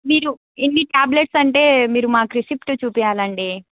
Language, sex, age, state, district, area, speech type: Telugu, female, 18-30, Andhra Pradesh, Krishna, urban, conversation